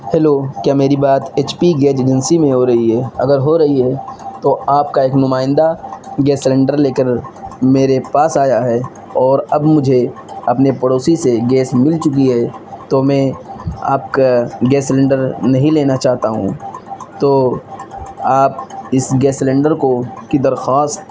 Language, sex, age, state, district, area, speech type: Urdu, male, 18-30, Uttar Pradesh, Siddharthnagar, rural, spontaneous